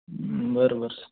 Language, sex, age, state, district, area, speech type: Marathi, male, 18-30, Maharashtra, Sangli, urban, conversation